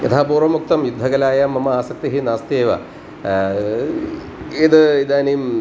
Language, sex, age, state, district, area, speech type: Sanskrit, male, 45-60, Kerala, Kottayam, rural, spontaneous